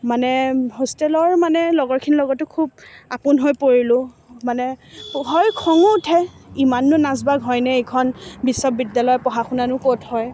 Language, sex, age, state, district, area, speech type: Assamese, female, 18-30, Assam, Morigaon, rural, spontaneous